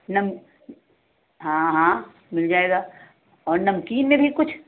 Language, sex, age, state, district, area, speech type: Hindi, female, 60+, Uttar Pradesh, Sitapur, rural, conversation